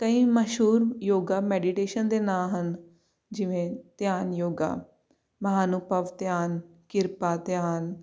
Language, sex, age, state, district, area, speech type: Punjabi, female, 18-30, Punjab, Jalandhar, urban, spontaneous